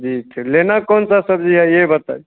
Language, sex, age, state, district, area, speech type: Hindi, male, 30-45, Bihar, Begusarai, rural, conversation